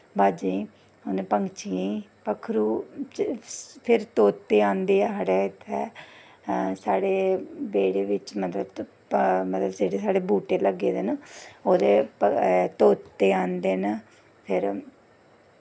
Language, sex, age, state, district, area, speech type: Dogri, female, 30-45, Jammu and Kashmir, Jammu, rural, spontaneous